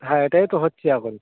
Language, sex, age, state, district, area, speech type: Bengali, male, 18-30, West Bengal, Cooch Behar, urban, conversation